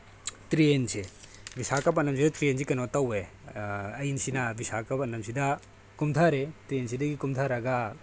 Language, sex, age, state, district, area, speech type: Manipuri, male, 30-45, Manipur, Tengnoupal, rural, spontaneous